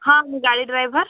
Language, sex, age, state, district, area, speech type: Odia, female, 18-30, Odisha, Ganjam, urban, conversation